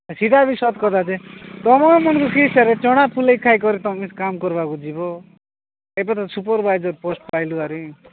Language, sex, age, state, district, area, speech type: Odia, male, 45-60, Odisha, Nabarangpur, rural, conversation